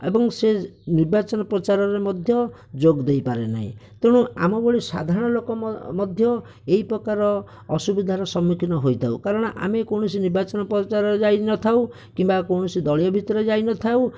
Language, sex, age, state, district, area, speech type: Odia, male, 60+, Odisha, Bhadrak, rural, spontaneous